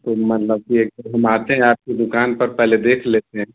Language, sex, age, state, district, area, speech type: Hindi, male, 45-60, Uttar Pradesh, Mau, urban, conversation